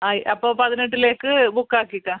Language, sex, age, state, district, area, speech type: Malayalam, female, 30-45, Kerala, Kasaragod, rural, conversation